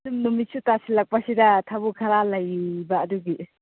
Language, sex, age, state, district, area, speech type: Manipuri, female, 45-60, Manipur, Churachandpur, urban, conversation